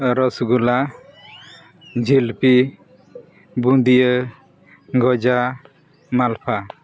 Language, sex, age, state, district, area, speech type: Santali, male, 45-60, Odisha, Mayurbhanj, rural, spontaneous